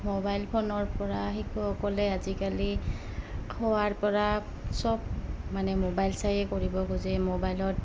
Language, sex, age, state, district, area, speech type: Assamese, female, 30-45, Assam, Goalpara, rural, spontaneous